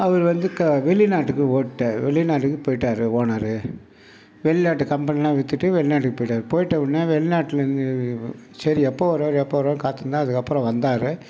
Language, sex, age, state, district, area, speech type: Tamil, male, 60+, Tamil Nadu, Mayiladuthurai, rural, spontaneous